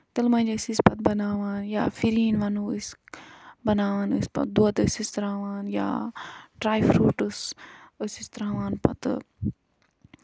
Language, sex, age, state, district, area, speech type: Kashmiri, female, 30-45, Jammu and Kashmir, Budgam, rural, spontaneous